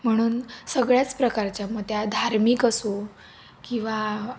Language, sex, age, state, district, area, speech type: Marathi, female, 18-30, Maharashtra, Nashik, urban, spontaneous